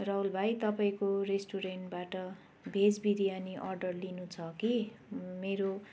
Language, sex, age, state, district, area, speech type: Nepali, female, 45-60, West Bengal, Jalpaiguri, rural, spontaneous